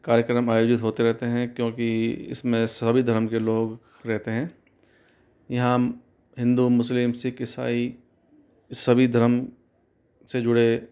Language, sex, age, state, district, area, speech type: Hindi, male, 30-45, Rajasthan, Jaipur, urban, spontaneous